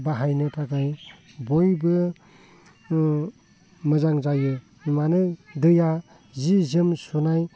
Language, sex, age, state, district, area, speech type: Bodo, male, 30-45, Assam, Baksa, rural, spontaneous